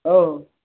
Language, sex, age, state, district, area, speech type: Odia, male, 45-60, Odisha, Sambalpur, rural, conversation